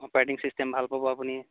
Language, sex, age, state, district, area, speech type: Assamese, male, 30-45, Assam, Dhemaji, urban, conversation